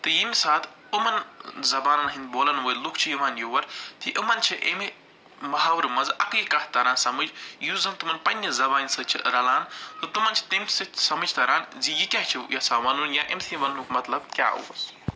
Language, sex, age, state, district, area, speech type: Kashmiri, male, 45-60, Jammu and Kashmir, Budgam, urban, spontaneous